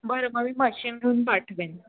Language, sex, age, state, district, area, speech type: Marathi, female, 18-30, Maharashtra, Pune, urban, conversation